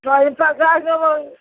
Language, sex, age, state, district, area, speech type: Maithili, female, 60+, Bihar, Araria, rural, conversation